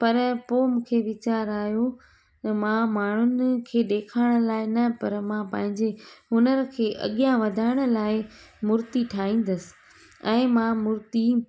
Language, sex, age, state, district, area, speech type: Sindhi, female, 30-45, Gujarat, Junagadh, rural, spontaneous